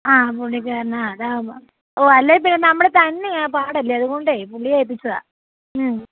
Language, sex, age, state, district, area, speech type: Malayalam, female, 30-45, Kerala, Pathanamthitta, rural, conversation